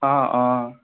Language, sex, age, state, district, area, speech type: Assamese, male, 45-60, Assam, Nagaon, rural, conversation